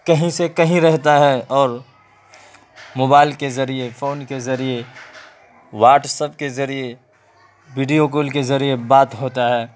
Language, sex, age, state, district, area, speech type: Urdu, male, 30-45, Uttar Pradesh, Ghaziabad, rural, spontaneous